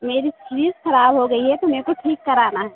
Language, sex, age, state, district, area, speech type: Hindi, female, 18-30, Madhya Pradesh, Hoshangabad, rural, conversation